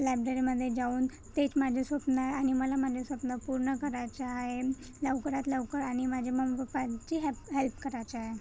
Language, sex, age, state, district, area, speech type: Marathi, female, 30-45, Maharashtra, Nagpur, urban, spontaneous